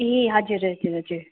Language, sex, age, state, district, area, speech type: Nepali, female, 30-45, West Bengal, Jalpaiguri, urban, conversation